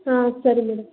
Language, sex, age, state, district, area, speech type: Kannada, female, 18-30, Karnataka, Hassan, urban, conversation